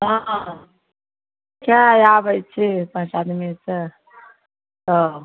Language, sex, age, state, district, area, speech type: Maithili, female, 60+, Bihar, Samastipur, urban, conversation